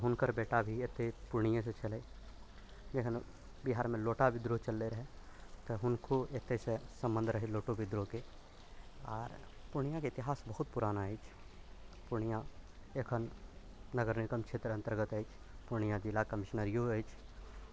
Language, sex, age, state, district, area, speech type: Maithili, male, 60+, Bihar, Purnia, urban, spontaneous